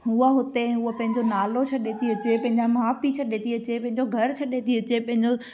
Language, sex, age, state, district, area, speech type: Sindhi, female, 18-30, Gujarat, Junagadh, rural, spontaneous